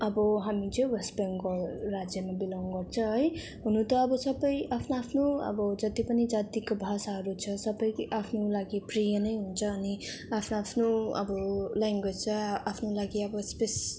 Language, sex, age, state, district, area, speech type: Nepali, female, 18-30, West Bengal, Darjeeling, rural, spontaneous